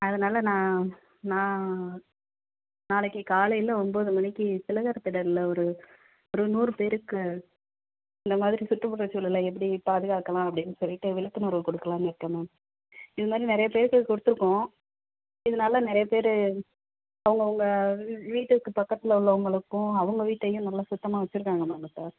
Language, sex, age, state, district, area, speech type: Tamil, female, 30-45, Tamil Nadu, Pudukkottai, urban, conversation